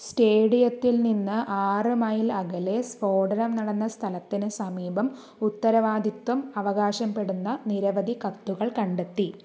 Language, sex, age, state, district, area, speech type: Malayalam, female, 30-45, Kerala, Palakkad, rural, read